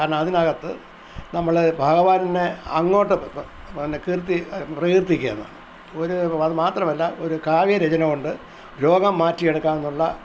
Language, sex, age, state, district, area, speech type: Malayalam, male, 60+, Kerala, Thiruvananthapuram, urban, spontaneous